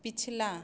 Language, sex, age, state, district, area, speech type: Hindi, female, 18-30, Bihar, Samastipur, rural, read